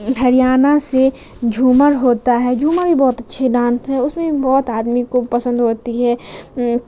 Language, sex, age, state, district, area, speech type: Urdu, female, 18-30, Bihar, Khagaria, urban, spontaneous